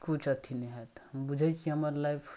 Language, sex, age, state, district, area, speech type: Maithili, male, 18-30, Bihar, Darbhanga, rural, spontaneous